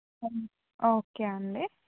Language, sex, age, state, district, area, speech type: Telugu, female, 18-30, Telangana, Suryapet, urban, conversation